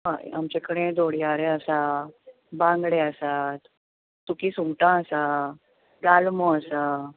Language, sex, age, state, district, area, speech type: Goan Konkani, female, 30-45, Goa, Bardez, rural, conversation